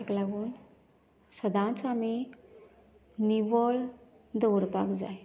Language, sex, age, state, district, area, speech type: Goan Konkani, female, 30-45, Goa, Canacona, rural, spontaneous